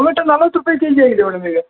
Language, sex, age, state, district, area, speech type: Kannada, male, 30-45, Karnataka, Uttara Kannada, rural, conversation